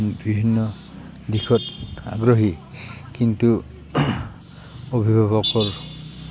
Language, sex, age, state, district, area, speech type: Assamese, male, 45-60, Assam, Goalpara, urban, spontaneous